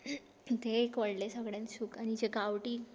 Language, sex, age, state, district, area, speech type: Goan Konkani, female, 18-30, Goa, Tiswadi, rural, spontaneous